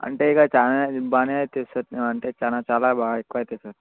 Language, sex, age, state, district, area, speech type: Telugu, male, 18-30, Telangana, Vikarabad, urban, conversation